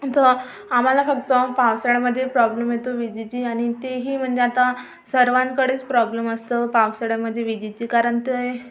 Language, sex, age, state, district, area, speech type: Marathi, female, 18-30, Maharashtra, Amravati, urban, spontaneous